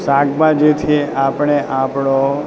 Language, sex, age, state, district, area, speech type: Gujarati, male, 30-45, Gujarat, Valsad, rural, spontaneous